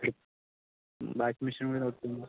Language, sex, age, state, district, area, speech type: Malayalam, male, 45-60, Kerala, Palakkad, rural, conversation